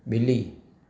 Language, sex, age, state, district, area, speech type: Sindhi, male, 45-60, Maharashtra, Thane, urban, read